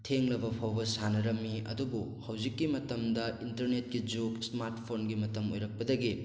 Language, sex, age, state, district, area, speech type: Manipuri, male, 18-30, Manipur, Thoubal, rural, spontaneous